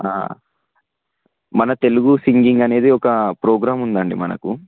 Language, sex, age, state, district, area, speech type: Telugu, male, 18-30, Telangana, Vikarabad, urban, conversation